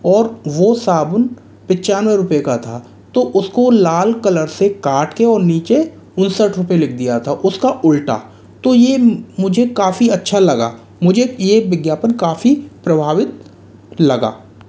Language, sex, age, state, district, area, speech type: Hindi, male, 60+, Rajasthan, Jaipur, urban, spontaneous